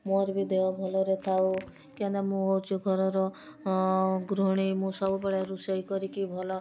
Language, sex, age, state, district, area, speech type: Odia, female, 45-60, Odisha, Mayurbhanj, rural, spontaneous